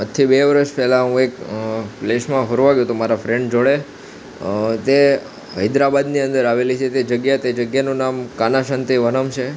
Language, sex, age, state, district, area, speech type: Gujarati, male, 18-30, Gujarat, Ahmedabad, urban, spontaneous